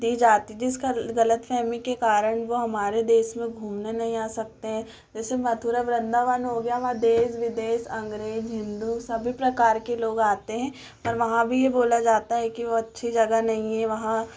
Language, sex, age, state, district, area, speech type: Hindi, female, 18-30, Madhya Pradesh, Chhindwara, urban, spontaneous